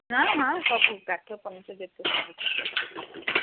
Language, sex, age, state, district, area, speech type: Odia, female, 60+, Odisha, Gajapati, rural, conversation